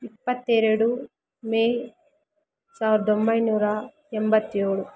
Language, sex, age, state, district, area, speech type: Kannada, female, 45-60, Karnataka, Kolar, rural, spontaneous